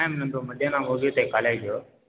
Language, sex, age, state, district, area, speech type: Kannada, male, 18-30, Karnataka, Mysore, urban, conversation